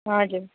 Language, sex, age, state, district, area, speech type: Nepali, female, 18-30, West Bengal, Kalimpong, rural, conversation